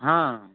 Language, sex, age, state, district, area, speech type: Odia, male, 45-60, Odisha, Nuapada, urban, conversation